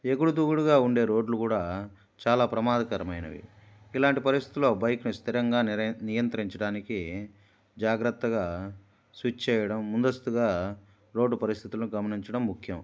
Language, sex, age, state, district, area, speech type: Telugu, male, 45-60, Andhra Pradesh, Kadapa, rural, spontaneous